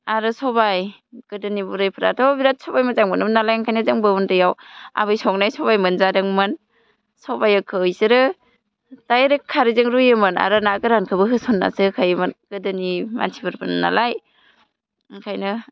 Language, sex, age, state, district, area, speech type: Bodo, female, 18-30, Assam, Baksa, rural, spontaneous